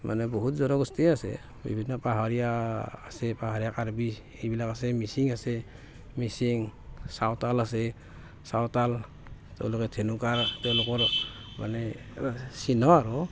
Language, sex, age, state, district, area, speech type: Assamese, male, 45-60, Assam, Barpeta, rural, spontaneous